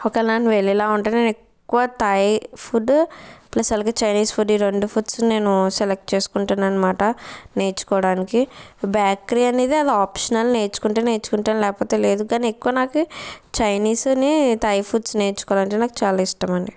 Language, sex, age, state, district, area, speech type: Telugu, female, 45-60, Andhra Pradesh, Kakinada, rural, spontaneous